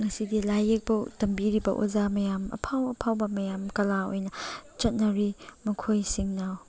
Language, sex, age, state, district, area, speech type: Manipuri, female, 45-60, Manipur, Chandel, rural, spontaneous